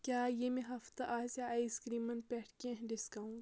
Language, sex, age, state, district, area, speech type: Kashmiri, female, 18-30, Jammu and Kashmir, Kupwara, rural, read